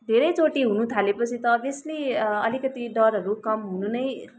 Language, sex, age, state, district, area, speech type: Nepali, female, 30-45, West Bengal, Kalimpong, rural, spontaneous